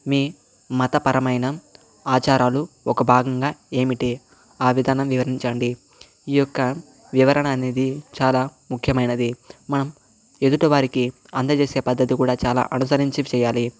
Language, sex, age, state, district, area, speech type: Telugu, male, 18-30, Andhra Pradesh, Chittoor, rural, spontaneous